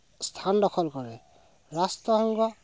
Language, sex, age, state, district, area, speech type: Assamese, male, 30-45, Assam, Sivasagar, rural, spontaneous